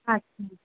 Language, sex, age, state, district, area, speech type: Bengali, female, 30-45, West Bengal, Kolkata, urban, conversation